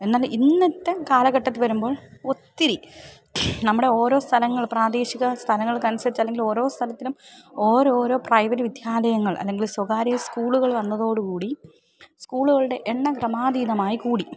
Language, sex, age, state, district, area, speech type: Malayalam, female, 30-45, Kerala, Thiruvananthapuram, urban, spontaneous